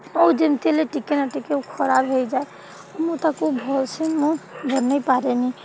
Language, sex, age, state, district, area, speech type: Odia, female, 45-60, Odisha, Sundergarh, rural, spontaneous